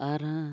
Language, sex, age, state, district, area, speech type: Santali, male, 45-60, Odisha, Mayurbhanj, rural, spontaneous